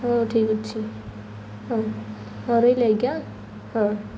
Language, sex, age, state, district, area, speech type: Odia, female, 18-30, Odisha, Malkangiri, urban, spontaneous